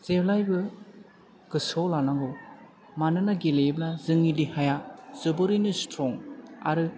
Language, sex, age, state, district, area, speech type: Bodo, male, 18-30, Assam, Chirang, rural, spontaneous